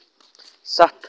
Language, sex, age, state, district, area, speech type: Kashmiri, male, 30-45, Jammu and Kashmir, Baramulla, rural, read